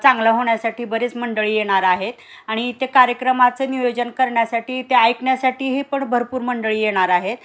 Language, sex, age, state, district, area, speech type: Marathi, female, 45-60, Maharashtra, Osmanabad, rural, spontaneous